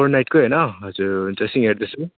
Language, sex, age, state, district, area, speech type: Nepali, male, 18-30, West Bengal, Darjeeling, rural, conversation